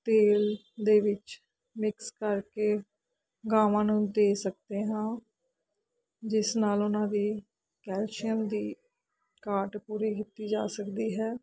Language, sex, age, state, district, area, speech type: Punjabi, female, 30-45, Punjab, Ludhiana, urban, spontaneous